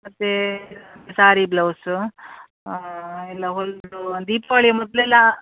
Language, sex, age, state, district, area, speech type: Kannada, female, 60+, Karnataka, Udupi, rural, conversation